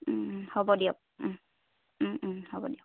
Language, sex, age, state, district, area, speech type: Assamese, female, 18-30, Assam, Dhemaji, rural, conversation